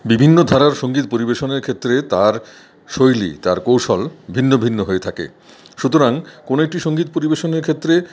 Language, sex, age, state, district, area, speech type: Bengali, male, 45-60, West Bengal, Paschim Bardhaman, urban, spontaneous